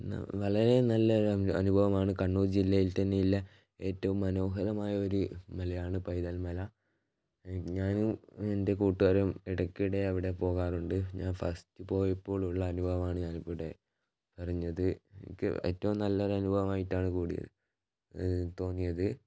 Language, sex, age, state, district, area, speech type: Malayalam, male, 18-30, Kerala, Kannur, rural, spontaneous